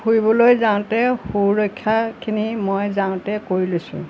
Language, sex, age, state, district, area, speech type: Assamese, female, 60+, Assam, Golaghat, urban, spontaneous